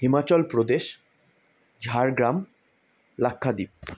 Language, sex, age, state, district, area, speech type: Bengali, male, 18-30, West Bengal, South 24 Parganas, urban, spontaneous